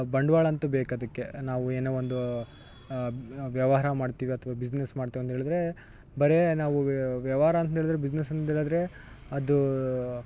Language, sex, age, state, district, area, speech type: Kannada, male, 18-30, Karnataka, Vijayanagara, rural, spontaneous